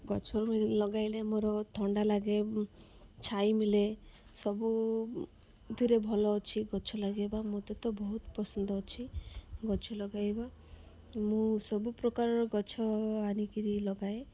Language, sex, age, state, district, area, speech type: Odia, female, 45-60, Odisha, Malkangiri, urban, spontaneous